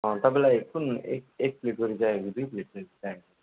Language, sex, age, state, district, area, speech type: Nepali, male, 18-30, West Bengal, Alipurduar, rural, conversation